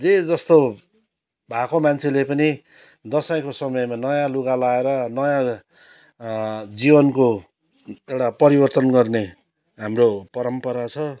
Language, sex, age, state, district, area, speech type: Nepali, male, 45-60, West Bengal, Kalimpong, rural, spontaneous